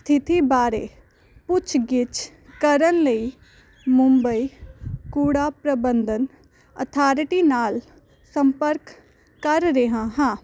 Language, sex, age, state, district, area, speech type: Punjabi, female, 18-30, Punjab, Hoshiarpur, urban, read